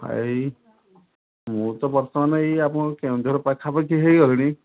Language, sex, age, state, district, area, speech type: Odia, male, 30-45, Odisha, Kendujhar, urban, conversation